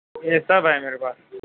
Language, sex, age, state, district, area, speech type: Urdu, male, 30-45, Uttar Pradesh, Mau, urban, conversation